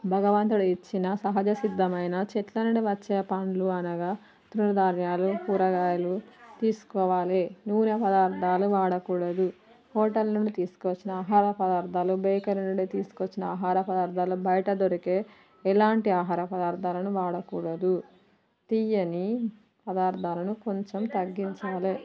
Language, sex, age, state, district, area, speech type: Telugu, female, 30-45, Telangana, Warangal, rural, spontaneous